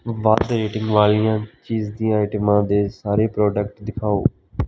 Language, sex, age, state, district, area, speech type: Punjabi, male, 18-30, Punjab, Kapurthala, rural, read